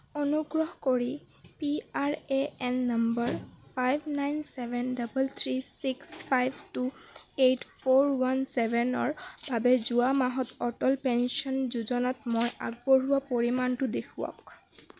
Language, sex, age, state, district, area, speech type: Assamese, female, 18-30, Assam, Kamrup Metropolitan, urban, read